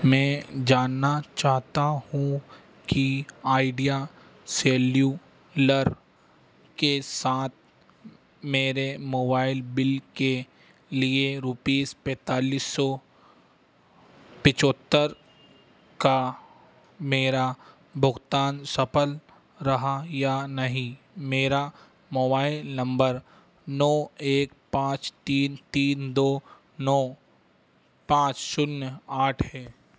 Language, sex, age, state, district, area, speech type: Hindi, male, 30-45, Madhya Pradesh, Harda, urban, read